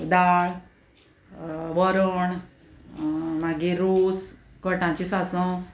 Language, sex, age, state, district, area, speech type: Goan Konkani, female, 45-60, Goa, Murmgao, urban, spontaneous